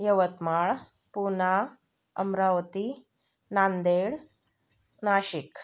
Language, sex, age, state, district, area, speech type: Marathi, female, 30-45, Maharashtra, Yavatmal, rural, spontaneous